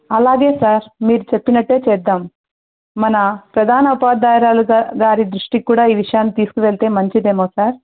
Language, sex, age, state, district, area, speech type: Telugu, female, 30-45, Andhra Pradesh, Sri Satya Sai, urban, conversation